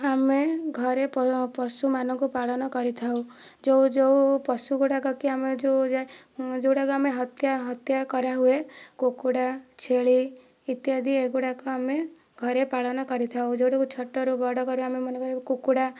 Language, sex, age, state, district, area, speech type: Odia, female, 18-30, Odisha, Kandhamal, rural, spontaneous